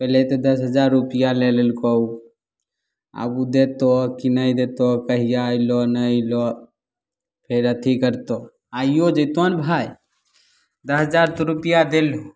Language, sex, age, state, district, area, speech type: Maithili, male, 18-30, Bihar, Begusarai, rural, spontaneous